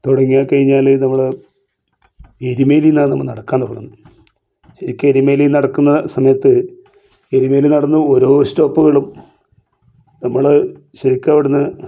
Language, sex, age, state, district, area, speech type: Malayalam, male, 45-60, Kerala, Kasaragod, rural, spontaneous